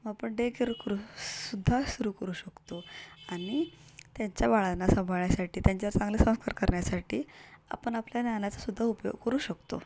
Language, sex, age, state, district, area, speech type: Marathi, female, 18-30, Maharashtra, Satara, urban, spontaneous